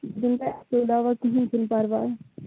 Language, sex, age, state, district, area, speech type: Kashmiri, female, 30-45, Jammu and Kashmir, Shopian, urban, conversation